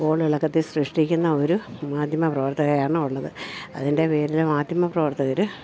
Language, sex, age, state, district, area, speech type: Malayalam, female, 60+, Kerala, Thiruvananthapuram, urban, spontaneous